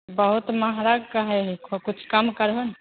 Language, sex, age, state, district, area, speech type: Maithili, female, 18-30, Bihar, Begusarai, urban, conversation